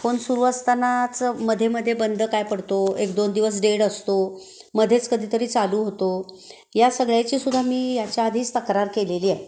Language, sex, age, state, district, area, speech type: Marathi, female, 60+, Maharashtra, Kolhapur, urban, spontaneous